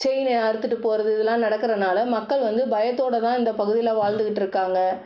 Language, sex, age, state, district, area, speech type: Tamil, female, 45-60, Tamil Nadu, Cuddalore, rural, spontaneous